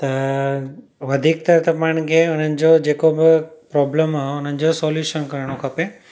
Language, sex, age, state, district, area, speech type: Sindhi, male, 30-45, Gujarat, Surat, urban, spontaneous